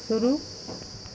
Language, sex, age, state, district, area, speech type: Hindi, female, 45-60, Uttar Pradesh, Pratapgarh, rural, read